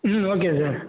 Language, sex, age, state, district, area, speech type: Tamil, male, 45-60, Tamil Nadu, Cuddalore, rural, conversation